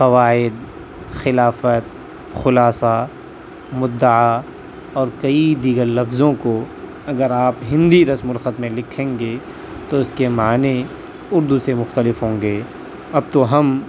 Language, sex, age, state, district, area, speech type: Urdu, male, 18-30, Delhi, South Delhi, urban, spontaneous